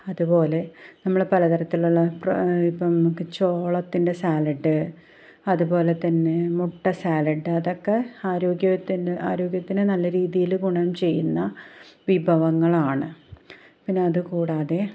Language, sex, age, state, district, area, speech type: Malayalam, female, 30-45, Kerala, Ernakulam, rural, spontaneous